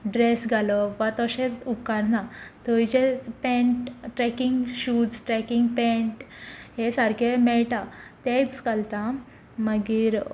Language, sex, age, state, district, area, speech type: Goan Konkani, female, 18-30, Goa, Quepem, rural, spontaneous